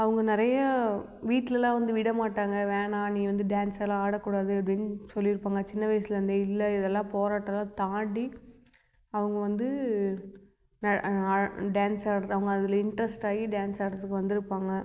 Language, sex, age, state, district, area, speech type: Tamil, female, 18-30, Tamil Nadu, Namakkal, rural, spontaneous